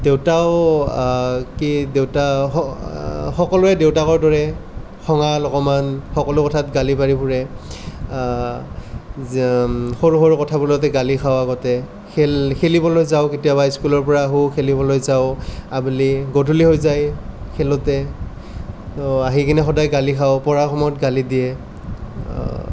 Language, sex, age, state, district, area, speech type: Assamese, male, 18-30, Assam, Nalbari, rural, spontaneous